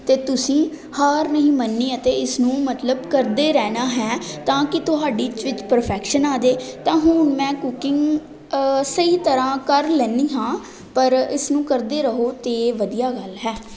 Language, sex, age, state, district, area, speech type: Punjabi, female, 18-30, Punjab, Pathankot, urban, spontaneous